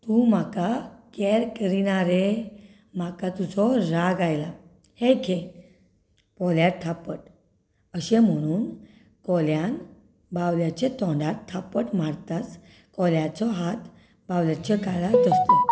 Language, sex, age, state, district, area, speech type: Goan Konkani, female, 30-45, Goa, Canacona, rural, spontaneous